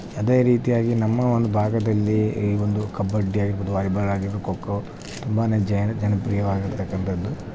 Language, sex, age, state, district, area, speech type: Kannada, male, 30-45, Karnataka, Bellary, urban, spontaneous